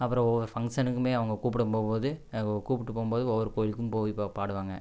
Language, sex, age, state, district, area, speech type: Tamil, male, 18-30, Tamil Nadu, Coimbatore, rural, spontaneous